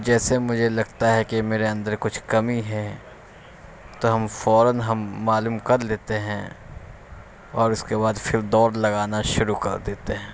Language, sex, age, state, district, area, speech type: Urdu, male, 30-45, Uttar Pradesh, Gautam Buddha Nagar, urban, spontaneous